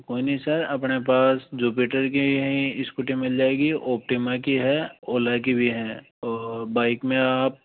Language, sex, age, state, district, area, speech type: Hindi, male, 18-30, Rajasthan, Jaipur, urban, conversation